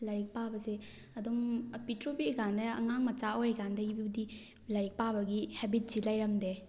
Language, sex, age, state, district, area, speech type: Manipuri, female, 30-45, Manipur, Thoubal, rural, spontaneous